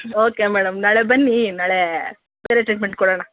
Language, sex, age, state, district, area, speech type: Kannada, female, 30-45, Karnataka, Kolar, urban, conversation